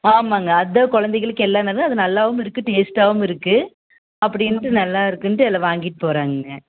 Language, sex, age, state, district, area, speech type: Tamil, female, 45-60, Tamil Nadu, Erode, rural, conversation